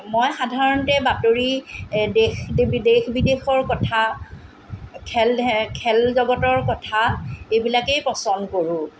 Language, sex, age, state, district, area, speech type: Assamese, female, 45-60, Assam, Tinsukia, rural, spontaneous